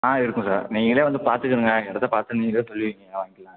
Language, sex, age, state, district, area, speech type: Tamil, male, 18-30, Tamil Nadu, Thanjavur, rural, conversation